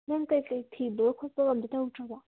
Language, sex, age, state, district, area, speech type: Manipuri, female, 18-30, Manipur, Kangpokpi, urban, conversation